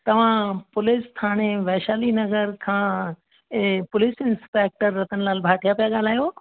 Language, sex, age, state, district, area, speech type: Sindhi, female, 60+, Rajasthan, Ajmer, urban, conversation